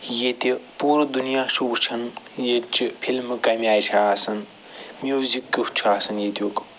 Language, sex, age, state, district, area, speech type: Kashmiri, male, 45-60, Jammu and Kashmir, Srinagar, urban, spontaneous